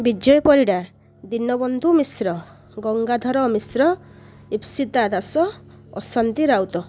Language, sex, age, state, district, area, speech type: Odia, female, 30-45, Odisha, Nayagarh, rural, spontaneous